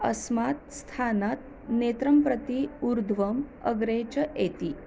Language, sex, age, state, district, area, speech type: Sanskrit, female, 30-45, Maharashtra, Nagpur, urban, read